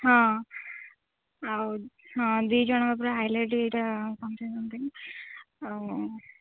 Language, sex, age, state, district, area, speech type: Odia, female, 18-30, Odisha, Jagatsinghpur, rural, conversation